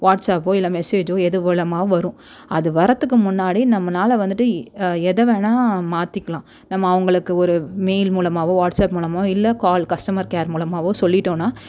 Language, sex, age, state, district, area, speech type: Tamil, female, 30-45, Tamil Nadu, Chennai, urban, spontaneous